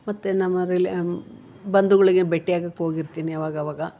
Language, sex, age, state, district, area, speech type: Kannada, female, 60+, Karnataka, Gadag, rural, spontaneous